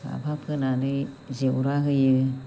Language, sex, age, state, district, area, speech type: Bodo, female, 45-60, Assam, Chirang, rural, spontaneous